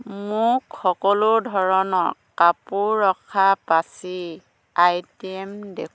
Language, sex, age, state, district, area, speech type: Assamese, female, 45-60, Assam, Dhemaji, rural, read